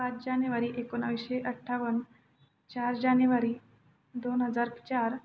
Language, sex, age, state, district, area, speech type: Marathi, male, 18-30, Maharashtra, Buldhana, urban, spontaneous